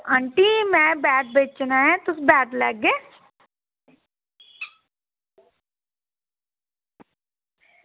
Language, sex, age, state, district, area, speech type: Dogri, female, 30-45, Jammu and Kashmir, Samba, rural, conversation